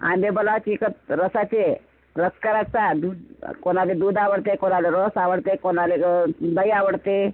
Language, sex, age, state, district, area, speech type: Marathi, female, 30-45, Maharashtra, Washim, rural, conversation